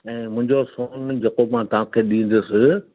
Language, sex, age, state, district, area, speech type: Sindhi, male, 60+, Gujarat, Kutch, rural, conversation